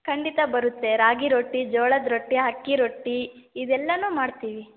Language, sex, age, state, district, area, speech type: Kannada, female, 18-30, Karnataka, Chitradurga, rural, conversation